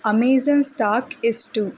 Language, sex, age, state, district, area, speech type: Kannada, female, 18-30, Karnataka, Davanagere, rural, read